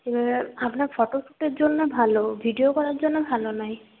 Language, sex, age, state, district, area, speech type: Bengali, female, 18-30, West Bengal, Paschim Bardhaman, urban, conversation